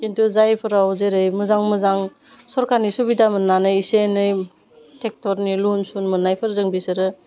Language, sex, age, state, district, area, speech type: Bodo, female, 45-60, Assam, Udalguri, urban, spontaneous